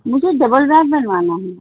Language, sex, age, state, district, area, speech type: Urdu, female, 45-60, Delhi, North East Delhi, urban, conversation